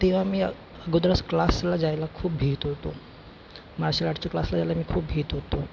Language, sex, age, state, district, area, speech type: Marathi, female, 18-30, Maharashtra, Nagpur, urban, spontaneous